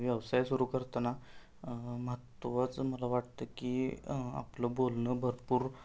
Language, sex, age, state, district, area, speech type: Marathi, male, 18-30, Maharashtra, Sangli, urban, spontaneous